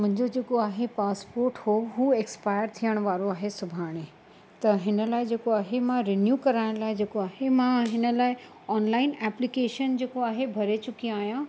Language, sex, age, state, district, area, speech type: Sindhi, female, 18-30, Uttar Pradesh, Lucknow, urban, spontaneous